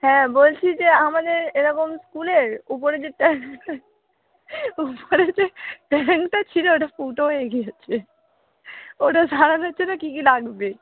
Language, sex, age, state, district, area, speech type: Bengali, female, 18-30, West Bengal, Darjeeling, rural, conversation